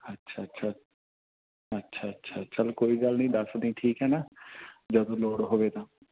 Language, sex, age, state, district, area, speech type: Punjabi, male, 18-30, Punjab, Bathinda, rural, conversation